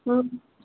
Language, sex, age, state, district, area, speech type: Odia, female, 45-60, Odisha, Sundergarh, rural, conversation